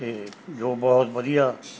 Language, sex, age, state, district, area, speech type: Punjabi, male, 60+, Punjab, Mansa, urban, spontaneous